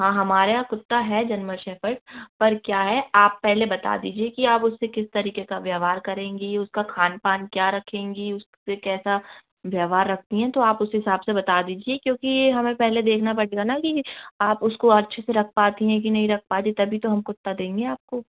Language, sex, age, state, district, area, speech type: Hindi, female, 18-30, Madhya Pradesh, Gwalior, urban, conversation